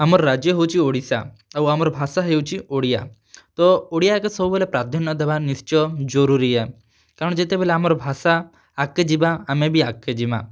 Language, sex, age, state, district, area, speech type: Odia, male, 30-45, Odisha, Kalahandi, rural, spontaneous